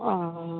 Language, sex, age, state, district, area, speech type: Bengali, female, 18-30, West Bengal, Uttar Dinajpur, urban, conversation